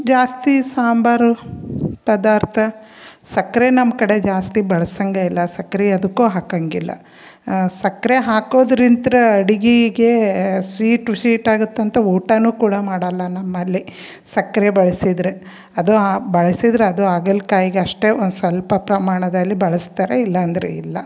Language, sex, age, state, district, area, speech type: Kannada, female, 45-60, Karnataka, Koppal, rural, spontaneous